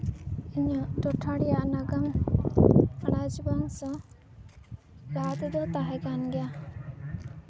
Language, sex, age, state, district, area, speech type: Santali, female, 18-30, West Bengal, Purba Bardhaman, rural, spontaneous